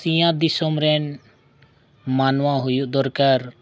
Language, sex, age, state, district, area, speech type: Santali, male, 45-60, Jharkhand, Bokaro, rural, spontaneous